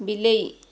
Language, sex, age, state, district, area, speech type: Odia, female, 60+, Odisha, Kandhamal, rural, read